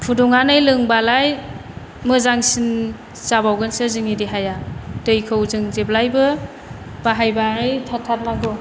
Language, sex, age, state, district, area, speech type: Bodo, female, 30-45, Assam, Chirang, rural, spontaneous